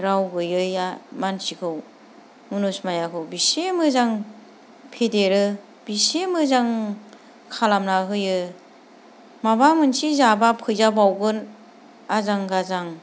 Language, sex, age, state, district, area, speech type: Bodo, female, 30-45, Assam, Kokrajhar, rural, spontaneous